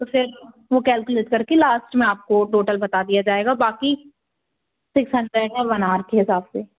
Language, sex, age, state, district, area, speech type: Hindi, female, 30-45, Madhya Pradesh, Bhopal, urban, conversation